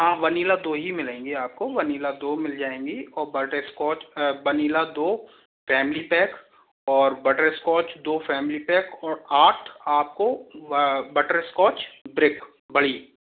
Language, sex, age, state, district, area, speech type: Hindi, male, 18-30, Rajasthan, Jaipur, urban, conversation